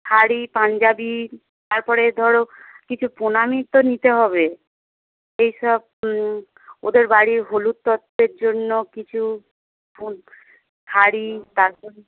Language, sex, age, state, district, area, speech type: Bengali, male, 30-45, West Bengal, Howrah, urban, conversation